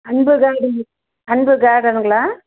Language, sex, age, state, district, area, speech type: Tamil, female, 60+, Tamil Nadu, Erode, rural, conversation